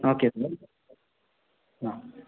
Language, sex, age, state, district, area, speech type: Kannada, male, 18-30, Karnataka, Bangalore Rural, rural, conversation